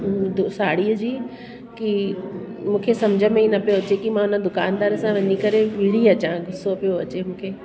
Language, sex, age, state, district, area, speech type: Sindhi, female, 45-60, Delhi, South Delhi, urban, spontaneous